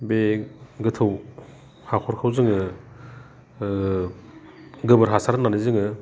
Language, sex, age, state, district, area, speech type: Bodo, male, 30-45, Assam, Udalguri, urban, spontaneous